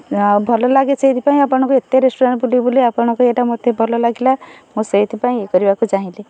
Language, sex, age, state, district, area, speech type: Odia, female, 45-60, Odisha, Kendrapara, urban, spontaneous